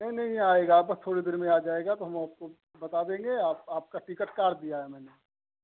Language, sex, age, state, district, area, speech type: Hindi, male, 30-45, Uttar Pradesh, Chandauli, rural, conversation